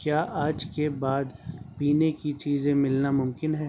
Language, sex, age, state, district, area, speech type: Urdu, male, 18-30, Delhi, Central Delhi, urban, read